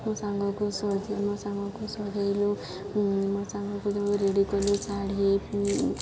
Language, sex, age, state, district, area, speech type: Odia, female, 18-30, Odisha, Subarnapur, urban, spontaneous